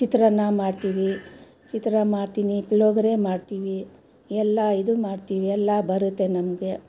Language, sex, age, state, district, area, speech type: Kannada, female, 60+, Karnataka, Bangalore Rural, rural, spontaneous